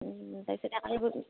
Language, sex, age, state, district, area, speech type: Assamese, female, 30-45, Assam, Dhemaji, rural, conversation